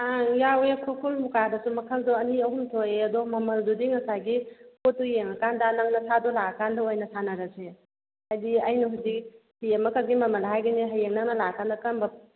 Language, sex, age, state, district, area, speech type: Manipuri, female, 45-60, Manipur, Kakching, rural, conversation